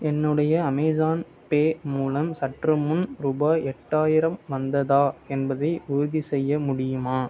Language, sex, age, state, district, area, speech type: Tamil, male, 18-30, Tamil Nadu, Sivaganga, rural, read